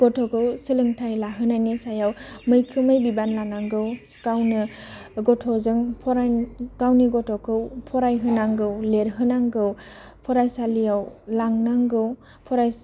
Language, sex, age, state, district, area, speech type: Bodo, female, 18-30, Assam, Udalguri, rural, spontaneous